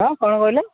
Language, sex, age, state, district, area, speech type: Odia, male, 18-30, Odisha, Ganjam, rural, conversation